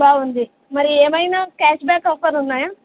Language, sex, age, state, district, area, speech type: Telugu, female, 18-30, Andhra Pradesh, Sri Satya Sai, urban, conversation